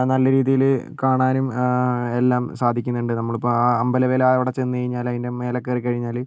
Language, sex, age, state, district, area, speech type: Malayalam, male, 30-45, Kerala, Wayanad, rural, spontaneous